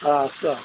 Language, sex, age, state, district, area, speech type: Bodo, male, 60+, Assam, Chirang, rural, conversation